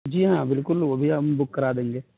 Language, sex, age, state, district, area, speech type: Urdu, male, 30-45, Uttar Pradesh, Aligarh, rural, conversation